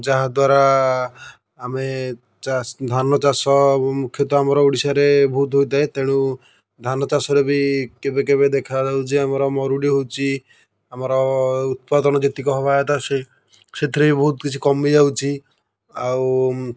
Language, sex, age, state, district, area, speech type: Odia, male, 30-45, Odisha, Kendujhar, urban, spontaneous